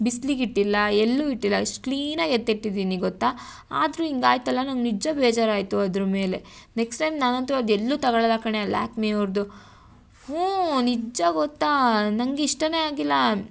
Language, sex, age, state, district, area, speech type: Kannada, female, 18-30, Karnataka, Tumkur, rural, spontaneous